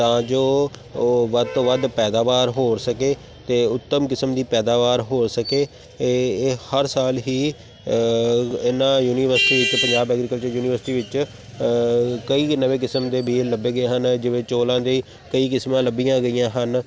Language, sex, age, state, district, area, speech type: Punjabi, male, 30-45, Punjab, Tarn Taran, urban, spontaneous